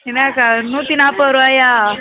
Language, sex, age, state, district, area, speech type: Tamil, female, 18-30, Tamil Nadu, Madurai, urban, conversation